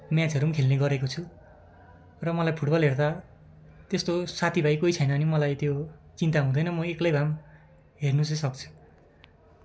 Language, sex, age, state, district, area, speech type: Nepali, male, 18-30, West Bengal, Darjeeling, rural, spontaneous